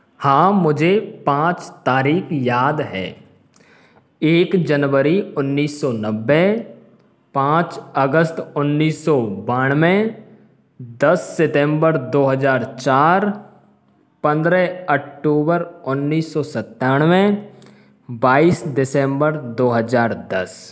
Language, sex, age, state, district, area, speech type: Hindi, male, 18-30, Rajasthan, Karauli, rural, spontaneous